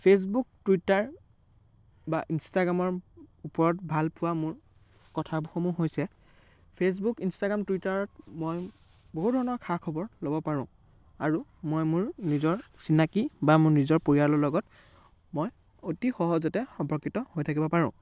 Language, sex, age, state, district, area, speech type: Assamese, male, 18-30, Assam, Biswanath, rural, spontaneous